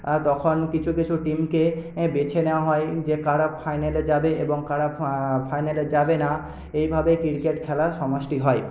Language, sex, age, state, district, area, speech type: Bengali, male, 18-30, West Bengal, Paschim Medinipur, rural, spontaneous